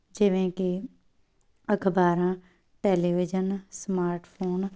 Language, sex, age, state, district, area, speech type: Punjabi, female, 18-30, Punjab, Tarn Taran, rural, spontaneous